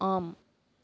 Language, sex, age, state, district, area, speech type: Tamil, female, 18-30, Tamil Nadu, Mayiladuthurai, urban, read